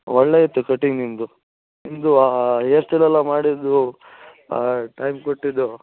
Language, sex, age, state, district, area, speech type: Kannada, male, 18-30, Karnataka, Shimoga, rural, conversation